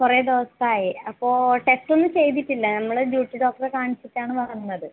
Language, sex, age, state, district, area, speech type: Malayalam, female, 30-45, Kerala, Kasaragod, rural, conversation